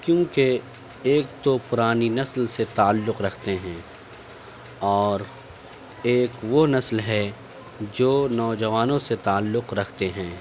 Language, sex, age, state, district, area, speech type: Urdu, male, 18-30, Delhi, Central Delhi, urban, spontaneous